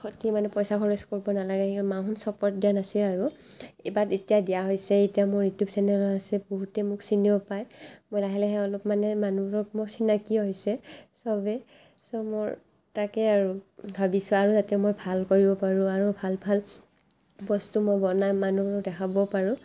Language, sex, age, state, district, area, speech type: Assamese, female, 18-30, Assam, Barpeta, rural, spontaneous